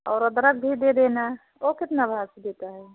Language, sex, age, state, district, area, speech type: Hindi, female, 45-60, Uttar Pradesh, Prayagraj, rural, conversation